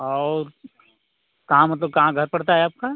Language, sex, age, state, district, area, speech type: Hindi, male, 18-30, Uttar Pradesh, Ghazipur, rural, conversation